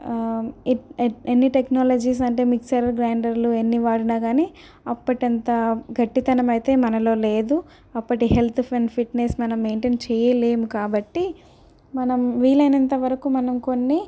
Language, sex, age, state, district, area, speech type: Telugu, female, 18-30, Telangana, Ranga Reddy, rural, spontaneous